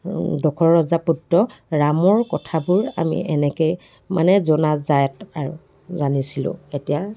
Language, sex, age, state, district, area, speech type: Assamese, female, 60+, Assam, Dibrugarh, rural, spontaneous